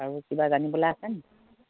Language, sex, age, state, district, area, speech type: Assamese, female, 45-60, Assam, Dhemaji, urban, conversation